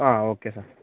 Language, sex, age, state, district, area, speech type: Malayalam, male, 30-45, Kerala, Kozhikode, urban, conversation